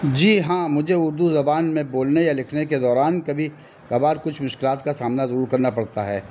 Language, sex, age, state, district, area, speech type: Urdu, male, 60+, Delhi, North East Delhi, urban, spontaneous